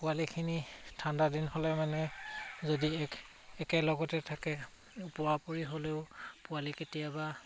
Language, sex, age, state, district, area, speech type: Assamese, male, 45-60, Assam, Charaideo, rural, spontaneous